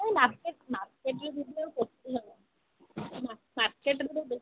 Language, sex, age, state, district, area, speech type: Odia, female, 45-60, Odisha, Sundergarh, rural, conversation